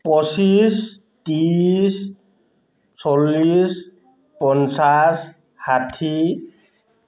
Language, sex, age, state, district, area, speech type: Assamese, male, 45-60, Assam, Dhemaji, rural, spontaneous